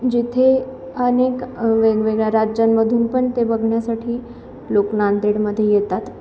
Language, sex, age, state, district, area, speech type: Marathi, female, 18-30, Maharashtra, Nanded, rural, spontaneous